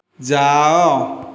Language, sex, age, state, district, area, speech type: Odia, male, 60+, Odisha, Dhenkanal, rural, read